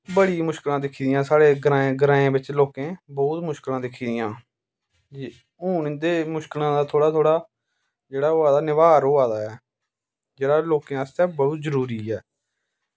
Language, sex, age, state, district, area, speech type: Dogri, male, 30-45, Jammu and Kashmir, Samba, rural, spontaneous